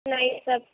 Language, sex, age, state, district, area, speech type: Urdu, female, 18-30, Uttar Pradesh, Gautam Buddha Nagar, rural, conversation